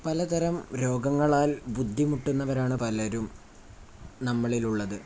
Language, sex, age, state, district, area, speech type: Malayalam, male, 18-30, Kerala, Kozhikode, rural, spontaneous